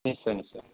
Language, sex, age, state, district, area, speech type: Assamese, male, 30-45, Assam, Goalpara, rural, conversation